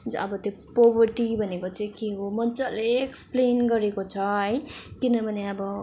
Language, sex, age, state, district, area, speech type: Nepali, female, 18-30, West Bengal, Darjeeling, rural, spontaneous